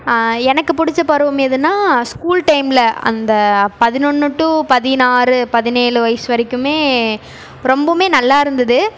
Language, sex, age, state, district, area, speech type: Tamil, female, 18-30, Tamil Nadu, Erode, urban, spontaneous